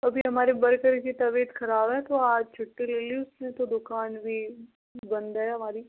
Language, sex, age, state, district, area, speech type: Hindi, female, 18-30, Rajasthan, Karauli, rural, conversation